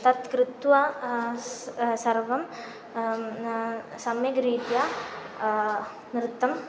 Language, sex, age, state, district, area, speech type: Sanskrit, female, 18-30, Kerala, Kannur, rural, spontaneous